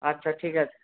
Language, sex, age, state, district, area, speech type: Bengali, male, 45-60, West Bengal, Purba Bardhaman, urban, conversation